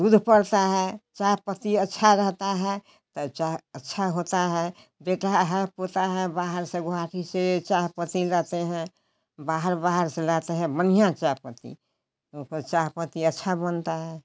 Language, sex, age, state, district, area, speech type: Hindi, female, 60+, Bihar, Samastipur, rural, spontaneous